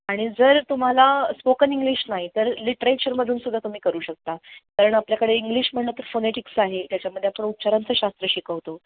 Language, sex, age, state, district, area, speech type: Marathi, female, 18-30, Maharashtra, Sangli, urban, conversation